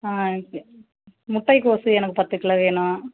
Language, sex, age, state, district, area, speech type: Tamil, female, 45-60, Tamil Nadu, Thanjavur, rural, conversation